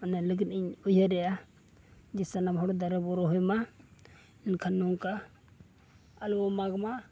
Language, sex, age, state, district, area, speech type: Santali, male, 18-30, Jharkhand, Seraikela Kharsawan, rural, spontaneous